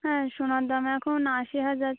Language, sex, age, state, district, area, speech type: Bengali, female, 18-30, West Bengal, Birbhum, urban, conversation